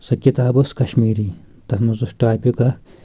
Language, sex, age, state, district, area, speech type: Kashmiri, male, 18-30, Jammu and Kashmir, Kulgam, rural, spontaneous